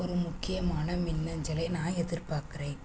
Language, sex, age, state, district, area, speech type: Tamil, female, 30-45, Tamil Nadu, Tiruvallur, urban, spontaneous